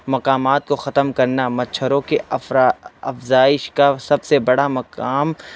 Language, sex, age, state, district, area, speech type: Urdu, male, 18-30, Uttar Pradesh, Saharanpur, urban, spontaneous